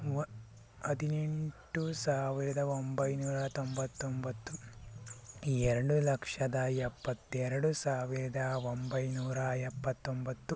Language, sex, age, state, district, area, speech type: Kannada, male, 18-30, Karnataka, Chikkaballapur, rural, spontaneous